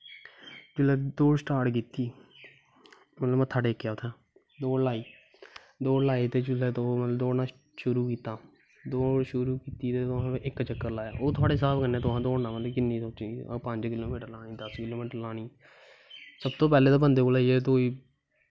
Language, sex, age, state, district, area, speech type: Dogri, male, 18-30, Jammu and Kashmir, Kathua, rural, spontaneous